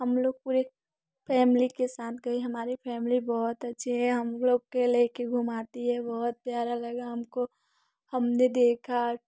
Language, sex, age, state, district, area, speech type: Hindi, female, 18-30, Uttar Pradesh, Prayagraj, rural, spontaneous